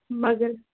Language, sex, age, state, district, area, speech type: Kashmiri, male, 45-60, Jammu and Kashmir, Srinagar, urban, conversation